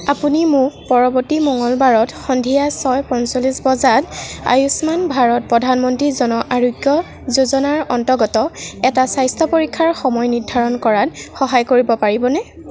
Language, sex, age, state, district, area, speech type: Assamese, female, 18-30, Assam, Golaghat, urban, read